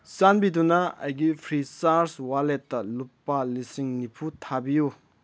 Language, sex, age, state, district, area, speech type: Manipuri, male, 30-45, Manipur, Kakching, rural, read